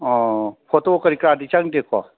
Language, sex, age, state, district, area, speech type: Manipuri, male, 60+, Manipur, Thoubal, rural, conversation